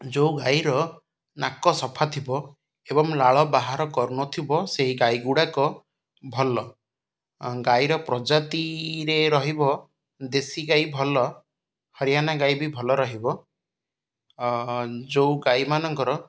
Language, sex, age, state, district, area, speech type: Odia, male, 30-45, Odisha, Ganjam, urban, spontaneous